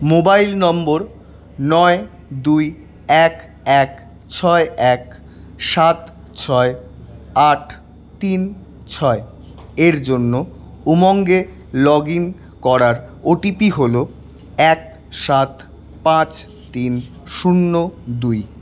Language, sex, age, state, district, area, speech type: Bengali, male, 18-30, West Bengal, Paschim Bardhaman, urban, read